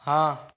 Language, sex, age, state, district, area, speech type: Hindi, male, 30-45, Rajasthan, Jaipur, urban, read